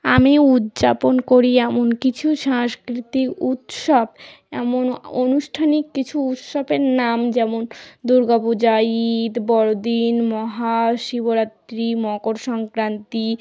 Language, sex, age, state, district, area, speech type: Bengali, female, 18-30, West Bengal, North 24 Parganas, rural, spontaneous